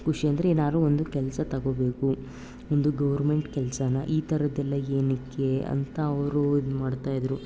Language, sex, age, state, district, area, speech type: Kannada, female, 18-30, Karnataka, Chamarajanagar, rural, spontaneous